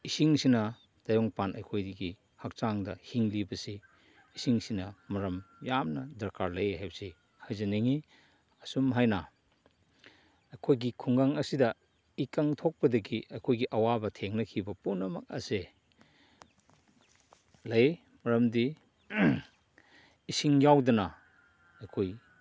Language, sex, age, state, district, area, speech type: Manipuri, male, 60+, Manipur, Chandel, rural, spontaneous